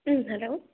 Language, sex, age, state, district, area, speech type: Tamil, female, 18-30, Tamil Nadu, Nagapattinam, rural, conversation